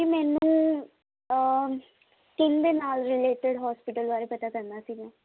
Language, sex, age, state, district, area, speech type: Punjabi, female, 18-30, Punjab, Hoshiarpur, rural, conversation